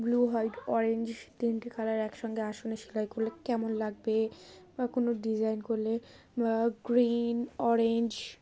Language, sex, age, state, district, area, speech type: Bengali, female, 18-30, West Bengal, Darjeeling, urban, spontaneous